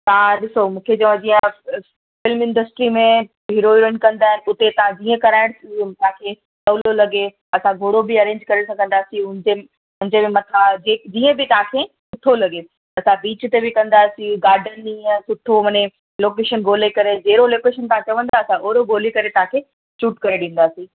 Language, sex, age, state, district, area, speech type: Sindhi, female, 18-30, Gujarat, Kutch, urban, conversation